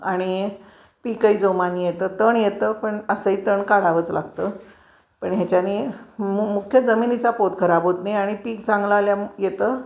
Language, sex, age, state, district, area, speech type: Marathi, female, 45-60, Maharashtra, Kolhapur, urban, spontaneous